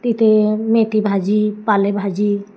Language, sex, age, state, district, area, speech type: Marathi, female, 45-60, Maharashtra, Wardha, rural, spontaneous